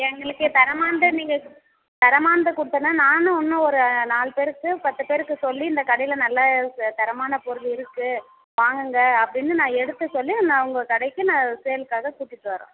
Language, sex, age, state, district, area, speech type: Tamil, female, 30-45, Tamil Nadu, Tirupattur, rural, conversation